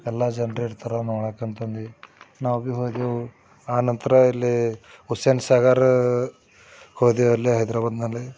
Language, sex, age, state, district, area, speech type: Kannada, male, 30-45, Karnataka, Bidar, urban, spontaneous